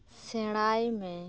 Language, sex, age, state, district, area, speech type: Santali, female, 18-30, West Bengal, Birbhum, rural, read